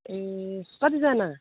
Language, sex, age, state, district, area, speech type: Nepali, female, 30-45, West Bengal, Darjeeling, urban, conversation